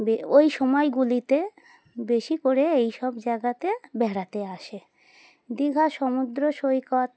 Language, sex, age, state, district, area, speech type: Bengali, female, 30-45, West Bengal, Dakshin Dinajpur, urban, spontaneous